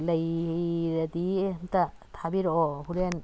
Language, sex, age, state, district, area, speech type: Manipuri, female, 60+, Manipur, Imphal East, rural, spontaneous